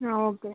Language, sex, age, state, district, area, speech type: Telugu, female, 18-30, Andhra Pradesh, Kakinada, urban, conversation